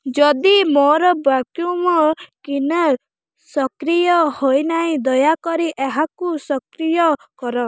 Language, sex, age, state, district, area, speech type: Odia, female, 18-30, Odisha, Rayagada, rural, read